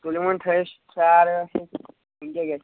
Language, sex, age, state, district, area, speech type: Kashmiri, male, 18-30, Jammu and Kashmir, Shopian, rural, conversation